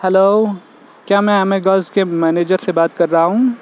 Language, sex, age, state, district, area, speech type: Urdu, male, 18-30, Jammu and Kashmir, Srinagar, rural, spontaneous